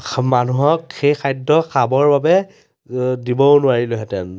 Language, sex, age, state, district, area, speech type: Assamese, male, 30-45, Assam, Biswanath, rural, spontaneous